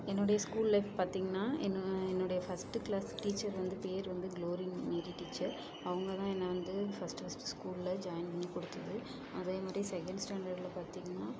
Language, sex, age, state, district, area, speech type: Tamil, female, 30-45, Tamil Nadu, Ariyalur, rural, spontaneous